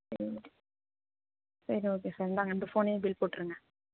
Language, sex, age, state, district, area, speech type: Tamil, female, 18-30, Tamil Nadu, Tiruvarur, rural, conversation